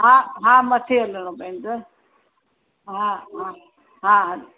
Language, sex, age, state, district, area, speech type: Sindhi, female, 60+, Gujarat, Surat, urban, conversation